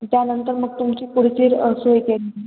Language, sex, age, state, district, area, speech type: Marathi, female, 18-30, Maharashtra, Ahmednagar, rural, conversation